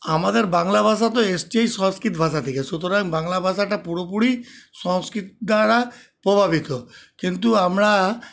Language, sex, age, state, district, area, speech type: Bengali, male, 60+, West Bengal, Paschim Bardhaman, urban, spontaneous